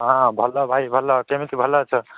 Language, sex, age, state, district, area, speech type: Odia, male, 45-60, Odisha, Nabarangpur, rural, conversation